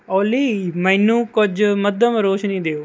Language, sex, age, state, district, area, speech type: Punjabi, male, 18-30, Punjab, Mohali, rural, read